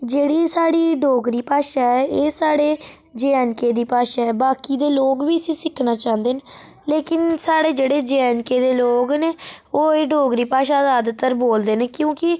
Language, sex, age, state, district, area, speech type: Dogri, female, 30-45, Jammu and Kashmir, Reasi, rural, spontaneous